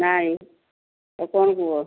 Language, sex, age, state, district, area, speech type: Odia, female, 60+, Odisha, Jagatsinghpur, rural, conversation